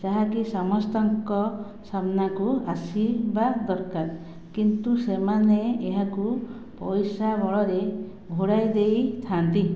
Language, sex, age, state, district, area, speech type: Odia, female, 45-60, Odisha, Khordha, rural, spontaneous